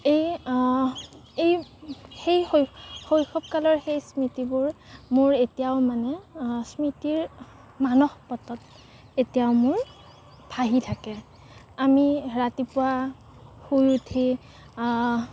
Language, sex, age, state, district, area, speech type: Assamese, female, 18-30, Assam, Kamrup Metropolitan, urban, spontaneous